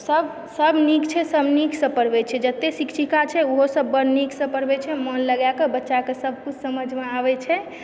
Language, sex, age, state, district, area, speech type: Maithili, female, 18-30, Bihar, Supaul, rural, spontaneous